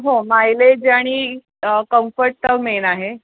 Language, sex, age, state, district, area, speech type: Marathi, female, 45-60, Maharashtra, Palghar, urban, conversation